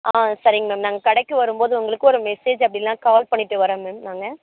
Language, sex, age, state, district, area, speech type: Tamil, female, 18-30, Tamil Nadu, Perambalur, rural, conversation